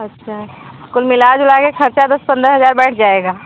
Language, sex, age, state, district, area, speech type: Hindi, female, 18-30, Uttar Pradesh, Mirzapur, urban, conversation